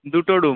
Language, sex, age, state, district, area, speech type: Bengali, male, 30-45, West Bengal, Kolkata, urban, conversation